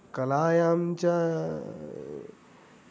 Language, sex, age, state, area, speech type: Sanskrit, male, 18-30, Haryana, rural, spontaneous